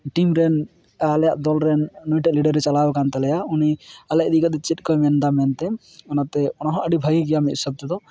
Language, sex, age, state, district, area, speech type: Santali, male, 18-30, West Bengal, Purulia, rural, spontaneous